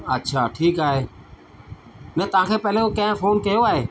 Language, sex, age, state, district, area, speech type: Sindhi, male, 45-60, Delhi, South Delhi, urban, spontaneous